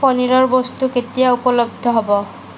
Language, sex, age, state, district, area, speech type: Assamese, female, 18-30, Assam, Darrang, rural, read